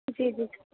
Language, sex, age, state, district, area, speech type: Urdu, female, 18-30, Bihar, Saharsa, rural, conversation